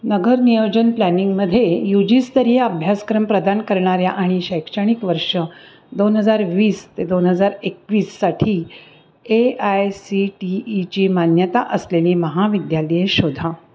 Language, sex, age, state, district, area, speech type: Marathi, female, 60+, Maharashtra, Pune, urban, read